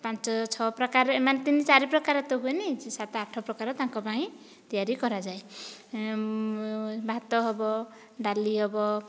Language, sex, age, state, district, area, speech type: Odia, female, 45-60, Odisha, Dhenkanal, rural, spontaneous